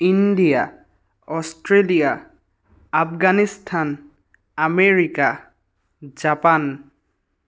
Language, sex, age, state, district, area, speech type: Assamese, male, 18-30, Assam, Biswanath, rural, spontaneous